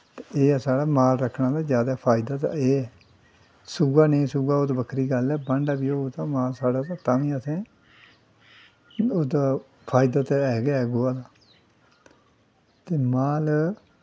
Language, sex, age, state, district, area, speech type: Dogri, male, 60+, Jammu and Kashmir, Udhampur, rural, spontaneous